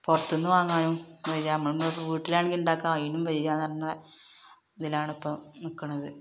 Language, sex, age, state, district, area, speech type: Malayalam, female, 30-45, Kerala, Malappuram, rural, spontaneous